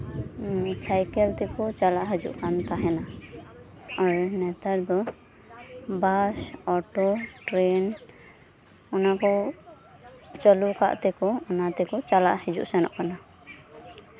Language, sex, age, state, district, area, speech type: Santali, female, 18-30, West Bengal, Birbhum, rural, spontaneous